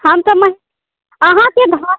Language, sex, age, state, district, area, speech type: Maithili, female, 18-30, Bihar, Saharsa, rural, conversation